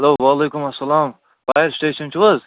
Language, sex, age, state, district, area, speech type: Kashmiri, male, 30-45, Jammu and Kashmir, Srinagar, urban, conversation